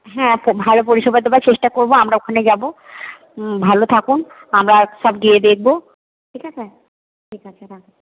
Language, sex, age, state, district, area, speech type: Bengali, female, 60+, West Bengal, Purba Bardhaman, urban, conversation